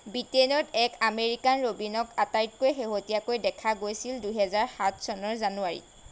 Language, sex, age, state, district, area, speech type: Assamese, female, 18-30, Assam, Golaghat, rural, read